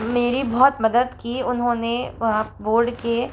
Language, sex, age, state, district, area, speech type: Hindi, female, 18-30, Rajasthan, Jodhpur, urban, spontaneous